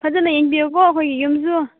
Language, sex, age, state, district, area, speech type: Manipuri, female, 18-30, Manipur, Senapati, rural, conversation